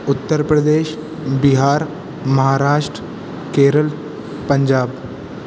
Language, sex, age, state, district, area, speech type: Urdu, male, 18-30, Uttar Pradesh, Aligarh, urban, spontaneous